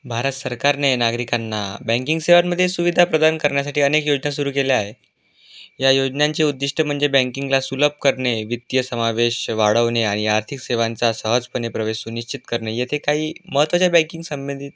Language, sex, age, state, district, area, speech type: Marathi, male, 18-30, Maharashtra, Aurangabad, rural, spontaneous